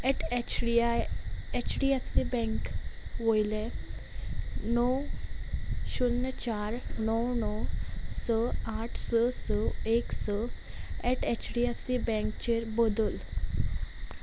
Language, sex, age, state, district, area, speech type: Goan Konkani, female, 18-30, Goa, Salcete, rural, read